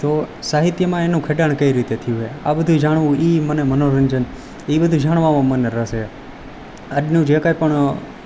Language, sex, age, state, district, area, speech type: Gujarati, male, 18-30, Gujarat, Rajkot, rural, spontaneous